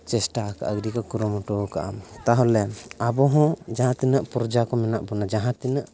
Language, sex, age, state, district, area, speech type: Santali, male, 18-30, Jharkhand, East Singhbhum, rural, spontaneous